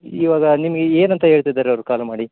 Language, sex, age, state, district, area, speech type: Kannada, male, 30-45, Karnataka, Koppal, rural, conversation